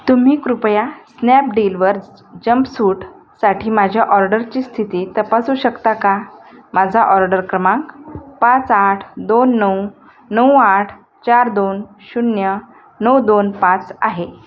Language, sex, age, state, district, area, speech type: Marathi, female, 45-60, Maharashtra, Osmanabad, rural, read